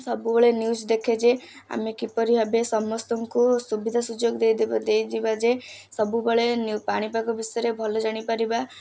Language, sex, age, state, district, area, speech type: Odia, female, 18-30, Odisha, Kendrapara, urban, spontaneous